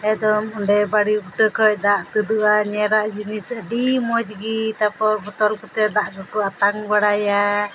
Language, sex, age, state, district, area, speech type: Santali, female, 30-45, West Bengal, Purba Bardhaman, rural, spontaneous